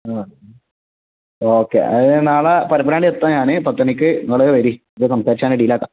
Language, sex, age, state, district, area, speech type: Malayalam, male, 18-30, Kerala, Malappuram, rural, conversation